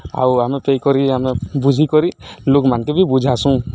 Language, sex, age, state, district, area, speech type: Odia, male, 18-30, Odisha, Nuapada, rural, spontaneous